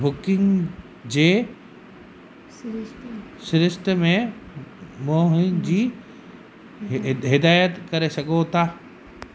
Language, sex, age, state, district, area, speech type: Sindhi, male, 30-45, Gujarat, Kutch, rural, read